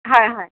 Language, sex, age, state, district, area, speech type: Assamese, female, 18-30, Assam, Lakhimpur, rural, conversation